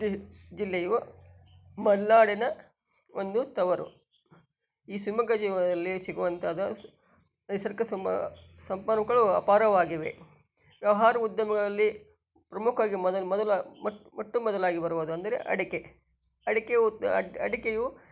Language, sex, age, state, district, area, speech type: Kannada, female, 60+, Karnataka, Shimoga, rural, spontaneous